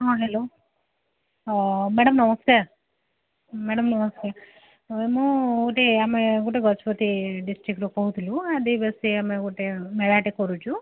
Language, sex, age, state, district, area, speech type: Odia, female, 60+, Odisha, Gajapati, rural, conversation